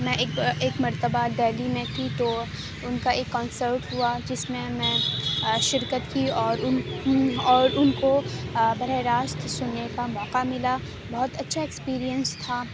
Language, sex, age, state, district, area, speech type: Urdu, female, 30-45, Uttar Pradesh, Aligarh, rural, spontaneous